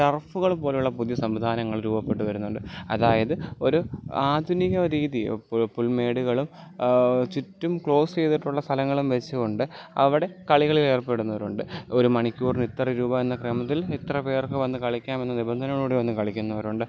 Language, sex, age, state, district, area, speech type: Malayalam, male, 30-45, Kerala, Alappuzha, rural, spontaneous